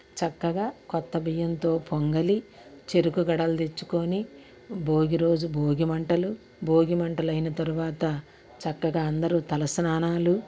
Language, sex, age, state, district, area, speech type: Telugu, female, 45-60, Andhra Pradesh, Bapatla, urban, spontaneous